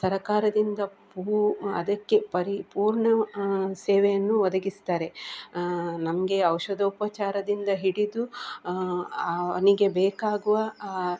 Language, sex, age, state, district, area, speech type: Kannada, female, 45-60, Karnataka, Udupi, rural, spontaneous